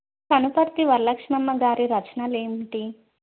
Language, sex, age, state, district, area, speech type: Telugu, female, 30-45, Andhra Pradesh, Krishna, urban, conversation